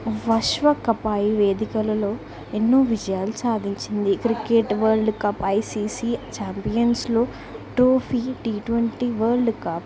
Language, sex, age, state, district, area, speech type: Telugu, female, 18-30, Telangana, Warangal, rural, spontaneous